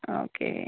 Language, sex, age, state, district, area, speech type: Malayalam, female, 60+, Kerala, Kozhikode, urban, conversation